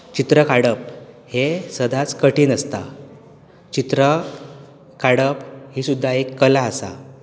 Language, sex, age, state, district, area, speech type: Goan Konkani, male, 18-30, Goa, Bardez, rural, spontaneous